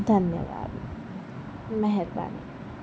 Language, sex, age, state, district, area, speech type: Sindhi, female, 18-30, Rajasthan, Ajmer, urban, spontaneous